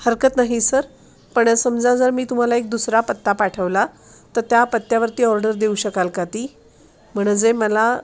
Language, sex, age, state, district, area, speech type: Marathi, female, 45-60, Maharashtra, Sangli, urban, spontaneous